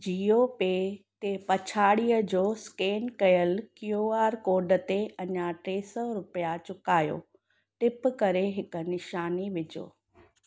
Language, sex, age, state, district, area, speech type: Sindhi, female, 30-45, Gujarat, Junagadh, rural, read